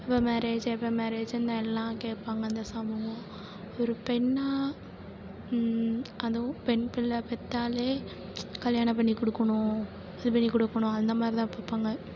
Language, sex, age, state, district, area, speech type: Tamil, female, 18-30, Tamil Nadu, Perambalur, rural, spontaneous